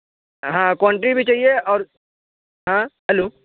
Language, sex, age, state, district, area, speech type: Hindi, male, 18-30, Madhya Pradesh, Jabalpur, urban, conversation